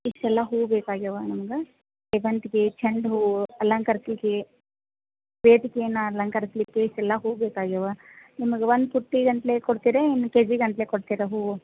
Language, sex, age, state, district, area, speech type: Kannada, female, 30-45, Karnataka, Gadag, rural, conversation